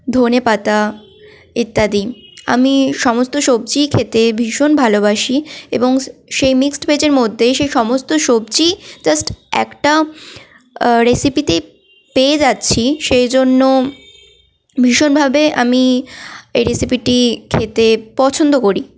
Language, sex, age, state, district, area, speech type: Bengali, female, 18-30, West Bengal, Malda, rural, spontaneous